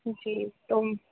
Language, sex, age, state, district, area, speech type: Urdu, female, 18-30, Uttar Pradesh, Aligarh, urban, conversation